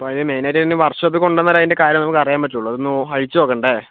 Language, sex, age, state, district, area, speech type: Malayalam, male, 18-30, Kerala, Wayanad, rural, conversation